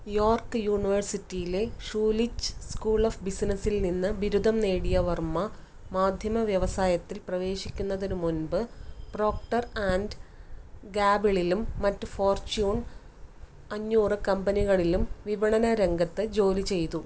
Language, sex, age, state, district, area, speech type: Malayalam, female, 30-45, Kerala, Kannur, rural, read